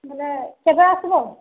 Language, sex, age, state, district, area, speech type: Odia, female, 45-60, Odisha, Sambalpur, rural, conversation